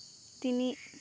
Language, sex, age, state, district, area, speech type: Assamese, female, 18-30, Assam, Lakhimpur, rural, read